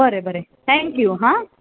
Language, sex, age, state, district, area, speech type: Goan Konkani, female, 30-45, Goa, Ponda, rural, conversation